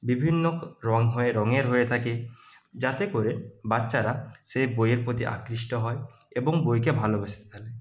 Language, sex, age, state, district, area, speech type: Bengali, male, 30-45, West Bengal, Purba Medinipur, rural, spontaneous